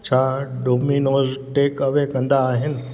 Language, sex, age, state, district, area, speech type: Sindhi, male, 60+, Gujarat, Junagadh, rural, read